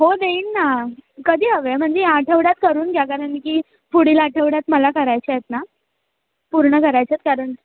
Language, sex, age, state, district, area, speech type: Marathi, female, 18-30, Maharashtra, Mumbai Suburban, urban, conversation